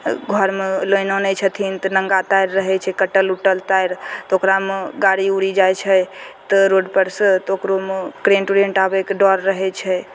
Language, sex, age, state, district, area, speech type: Maithili, female, 18-30, Bihar, Begusarai, urban, spontaneous